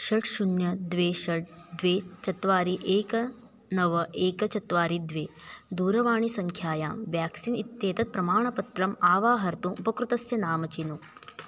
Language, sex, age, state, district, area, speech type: Sanskrit, female, 18-30, Maharashtra, Chandrapur, rural, read